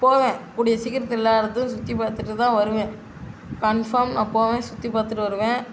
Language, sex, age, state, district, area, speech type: Tamil, male, 18-30, Tamil Nadu, Tiruchirappalli, rural, spontaneous